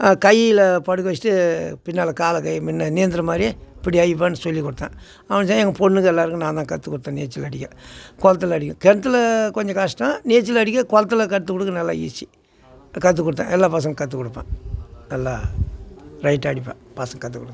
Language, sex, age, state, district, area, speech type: Tamil, male, 60+, Tamil Nadu, Tiruvannamalai, rural, spontaneous